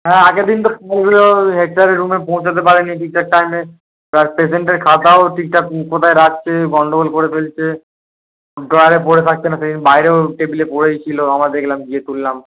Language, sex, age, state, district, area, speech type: Bengali, male, 18-30, West Bengal, Darjeeling, rural, conversation